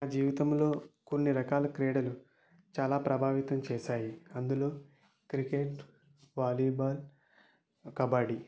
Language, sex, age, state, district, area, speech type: Telugu, male, 18-30, Andhra Pradesh, Kakinada, urban, spontaneous